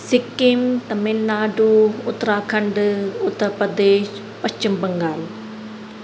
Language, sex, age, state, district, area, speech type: Sindhi, female, 30-45, Rajasthan, Ajmer, urban, spontaneous